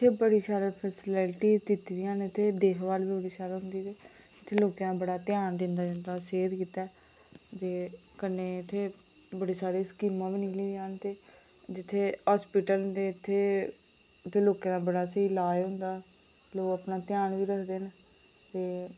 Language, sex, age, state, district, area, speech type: Dogri, female, 18-30, Jammu and Kashmir, Reasi, rural, spontaneous